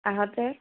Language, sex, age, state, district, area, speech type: Assamese, female, 60+, Assam, Goalpara, urban, conversation